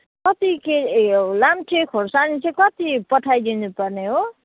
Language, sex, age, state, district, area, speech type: Nepali, female, 30-45, West Bengal, Kalimpong, rural, conversation